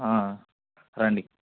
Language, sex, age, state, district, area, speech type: Telugu, male, 18-30, Telangana, Hyderabad, urban, conversation